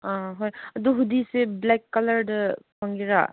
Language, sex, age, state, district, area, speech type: Manipuri, female, 18-30, Manipur, Kangpokpi, rural, conversation